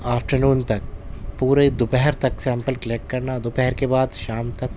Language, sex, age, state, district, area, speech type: Urdu, male, 18-30, Delhi, Central Delhi, urban, spontaneous